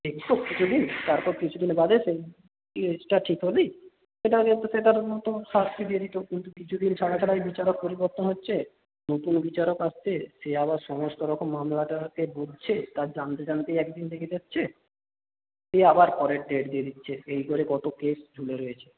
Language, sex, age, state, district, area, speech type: Bengali, male, 18-30, West Bengal, North 24 Parganas, rural, conversation